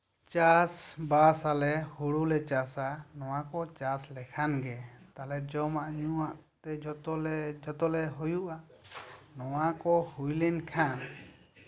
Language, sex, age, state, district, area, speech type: Santali, male, 30-45, West Bengal, Bankura, rural, spontaneous